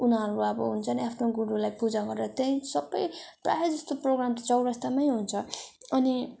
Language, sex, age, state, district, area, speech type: Nepali, female, 18-30, West Bengal, Darjeeling, rural, spontaneous